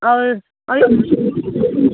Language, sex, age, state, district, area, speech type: Kannada, female, 18-30, Karnataka, Tumkur, urban, conversation